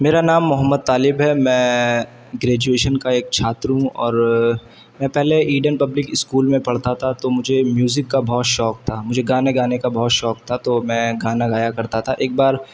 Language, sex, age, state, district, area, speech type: Urdu, male, 18-30, Uttar Pradesh, Shahjahanpur, urban, spontaneous